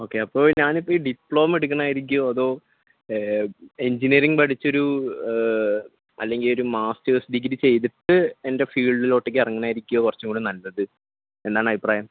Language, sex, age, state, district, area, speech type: Malayalam, male, 18-30, Kerala, Palakkad, urban, conversation